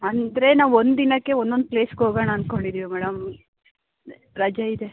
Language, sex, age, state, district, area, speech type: Kannada, female, 18-30, Karnataka, Kodagu, rural, conversation